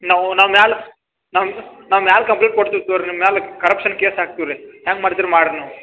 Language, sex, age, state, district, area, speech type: Kannada, male, 30-45, Karnataka, Belgaum, rural, conversation